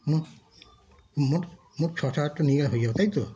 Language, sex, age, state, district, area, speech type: Bengali, male, 60+, West Bengal, Darjeeling, rural, spontaneous